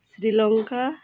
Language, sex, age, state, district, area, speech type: Santali, female, 30-45, West Bengal, Birbhum, rural, spontaneous